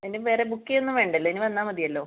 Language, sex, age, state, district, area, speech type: Malayalam, female, 30-45, Kerala, Kasaragod, rural, conversation